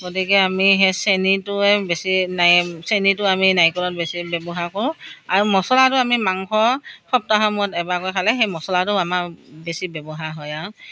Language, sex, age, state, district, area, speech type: Assamese, female, 60+, Assam, Morigaon, rural, spontaneous